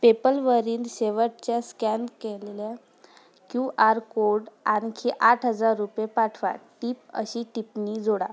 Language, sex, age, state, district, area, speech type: Marathi, female, 18-30, Maharashtra, Amravati, urban, read